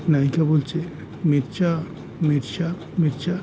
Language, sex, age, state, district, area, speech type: Bengali, male, 30-45, West Bengal, Howrah, urban, spontaneous